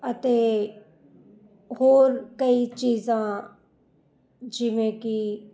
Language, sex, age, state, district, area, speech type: Punjabi, female, 45-60, Punjab, Jalandhar, urban, spontaneous